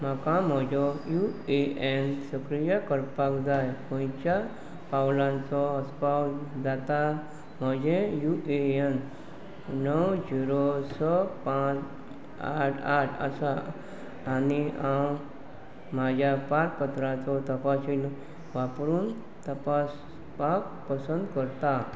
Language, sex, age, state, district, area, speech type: Goan Konkani, male, 45-60, Goa, Pernem, rural, read